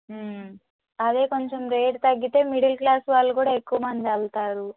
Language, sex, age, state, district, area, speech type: Telugu, female, 30-45, Andhra Pradesh, Palnadu, urban, conversation